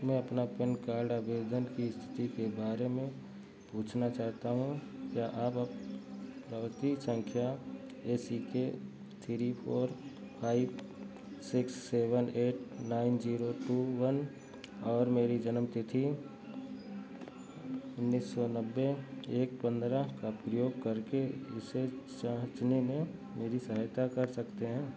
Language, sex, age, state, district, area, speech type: Hindi, male, 30-45, Uttar Pradesh, Ayodhya, rural, read